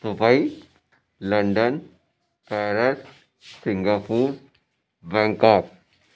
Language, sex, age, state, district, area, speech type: Urdu, male, 60+, Uttar Pradesh, Lucknow, urban, spontaneous